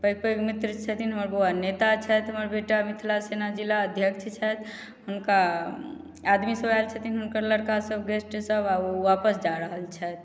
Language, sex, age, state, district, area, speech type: Maithili, female, 45-60, Bihar, Madhubani, rural, spontaneous